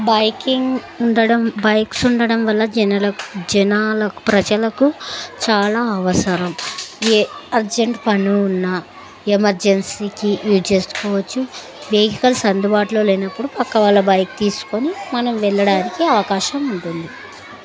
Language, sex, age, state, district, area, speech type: Telugu, female, 30-45, Andhra Pradesh, Kurnool, rural, spontaneous